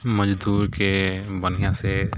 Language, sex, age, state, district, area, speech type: Maithili, male, 30-45, Bihar, Sitamarhi, urban, spontaneous